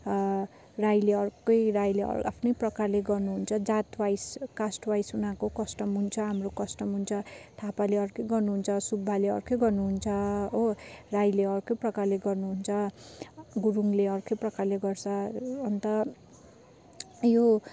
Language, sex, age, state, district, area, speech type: Nepali, female, 18-30, West Bengal, Darjeeling, rural, spontaneous